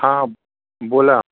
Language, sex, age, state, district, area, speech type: Marathi, male, 45-60, Maharashtra, Thane, rural, conversation